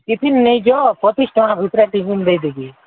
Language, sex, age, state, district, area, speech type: Odia, male, 30-45, Odisha, Koraput, urban, conversation